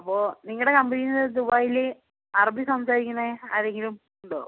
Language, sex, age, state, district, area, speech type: Malayalam, male, 18-30, Kerala, Wayanad, rural, conversation